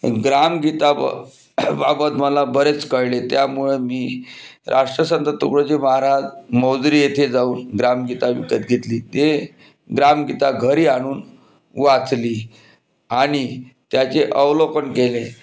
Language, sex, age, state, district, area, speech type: Marathi, male, 45-60, Maharashtra, Wardha, urban, spontaneous